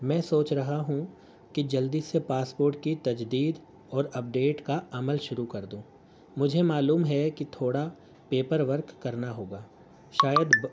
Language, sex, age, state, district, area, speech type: Urdu, male, 45-60, Uttar Pradesh, Gautam Buddha Nagar, urban, spontaneous